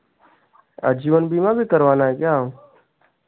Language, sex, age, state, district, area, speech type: Hindi, male, 30-45, Uttar Pradesh, Ghazipur, rural, conversation